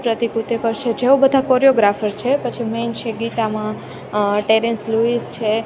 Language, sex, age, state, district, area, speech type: Gujarati, female, 18-30, Gujarat, Junagadh, rural, spontaneous